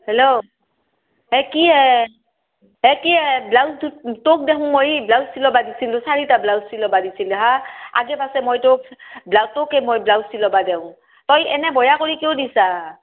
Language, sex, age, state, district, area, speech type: Assamese, female, 45-60, Assam, Barpeta, rural, conversation